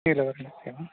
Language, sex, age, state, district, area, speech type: Sanskrit, male, 45-60, Karnataka, Udupi, rural, conversation